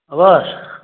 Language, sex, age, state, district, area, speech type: Manipuri, male, 60+, Manipur, Churachandpur, urban, conversation